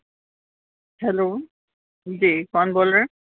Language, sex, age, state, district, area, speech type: Urdu, female, 45-60, Uttar Pradesh, Rampur, urban, conversation